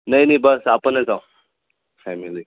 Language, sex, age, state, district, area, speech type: Marathi, male, 18-30, Maharashtra, Amravati, urban, conversation